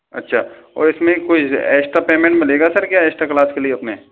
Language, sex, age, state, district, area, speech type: Hindi, male, 60+, Rajasthan, Karauli, rural, conversation